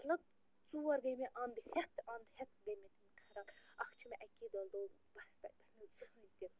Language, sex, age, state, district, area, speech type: Kashmiri, female, 30-45, Jammu and Kashmir, Bandipora, rural, spontaneous